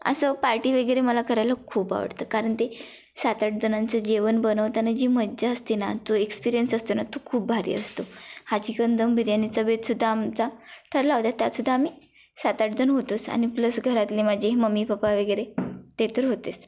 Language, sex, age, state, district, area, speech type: Marathi, female, 18-30, Maharashtra, Kolhapur, rural, spontaneous